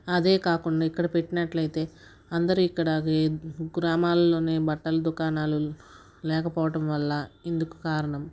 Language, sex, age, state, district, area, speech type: Telugu, female, 45-60, Andhra Pradesh, Guntur, urban, spontaneous